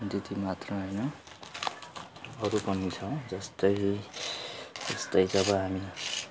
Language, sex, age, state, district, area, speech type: Nepali, male, 60+, West Bengal, Kalimpong, rural, spontaneous